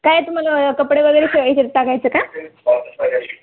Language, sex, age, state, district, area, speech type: Marathi, female, 18-30, Maharashtra, Hingoli, urban, conversation